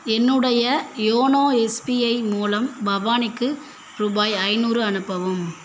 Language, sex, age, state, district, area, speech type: Tamil, female, 18-30, Tamil Nadu, Pudukkottai, rural, read